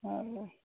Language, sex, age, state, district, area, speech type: Odia, female, 45-60, Odisha, Sambalpur, rural, conversation